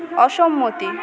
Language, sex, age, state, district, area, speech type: Bengali, female, 30-45, West Bengal, Purba Bardhaman, urban, read